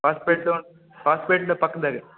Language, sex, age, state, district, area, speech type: Kannada, male, 18-30, Karnataka, Uttara Kannada, rural, conversation